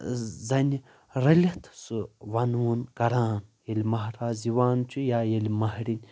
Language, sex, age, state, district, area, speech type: Kashmiri, male, 18-30, Jammu and Kashmir, Baramulla, rural, spontaneous